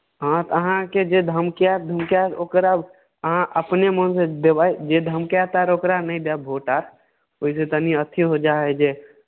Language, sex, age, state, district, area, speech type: Maithili, male, 18-30, Bihar, Samastipur, rural, conversation